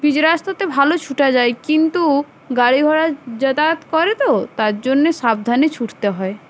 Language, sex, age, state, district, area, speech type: Bengali, female, 18-30, West Bengal, Uttar Dinajpur, urban, spontaneous